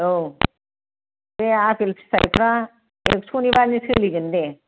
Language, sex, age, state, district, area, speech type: Bodo, female, 45-60, Assam, Chirang, rural, conversation